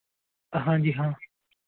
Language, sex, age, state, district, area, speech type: Punjabi, male, 30-45, Punjab, Barnala, rural, conversation